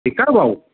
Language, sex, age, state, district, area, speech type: Sindhi, male, 45-60, Maharashtra, Thane, urban, conversation